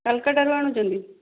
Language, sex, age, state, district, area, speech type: Odia, female, 60+, Odisha, Jharsuguda, rural, conversation